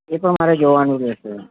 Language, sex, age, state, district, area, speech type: Gujarati, male, 45-60, Gujarat, Ahmedabad, urban, conversation